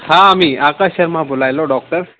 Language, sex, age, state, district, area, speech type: Marathi, male, 18-30, Maharashtra, Nanded, rural, conversation